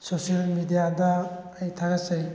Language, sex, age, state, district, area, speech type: Manipuri, male, 18-30, Manipur, Thoubal, rural, spontaneous